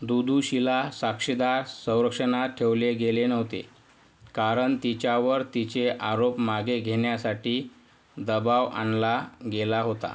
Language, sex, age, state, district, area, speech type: Marathi, male, 45-60, Maharashtra, Yavatmal, urban, read